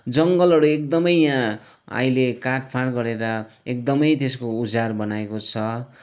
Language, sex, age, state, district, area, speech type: Nepali, male, 45-60, West Bengal, Kalimpong, rural, spontaneous